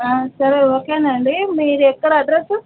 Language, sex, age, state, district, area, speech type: Telugu, female, 30-45, Telangana, Nizamabad, urban, conversation